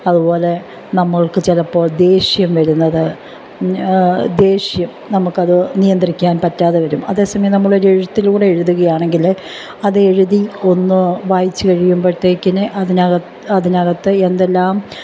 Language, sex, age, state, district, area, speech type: Malayalam, female, 45-60, Kerala, Alappuzha, urban, spontaneous